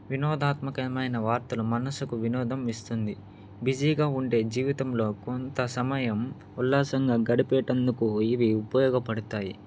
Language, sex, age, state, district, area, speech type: Telugu, male, 18-30, Andhra Pradesh, Nandyal, urban, spontaneous